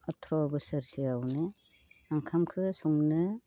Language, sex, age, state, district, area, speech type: Bodo, female, 45-60, Assam, Baksa, rural, spontaneous